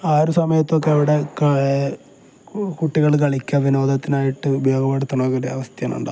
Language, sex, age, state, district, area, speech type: Malayalam, male, 18-30, Kerala, Kozhikode, rural, spontaneous